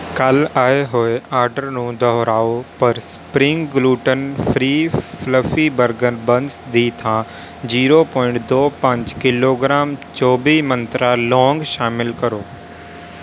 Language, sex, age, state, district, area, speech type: Punjabi, male, 18-30, Punjab, Rupnagar, urban, read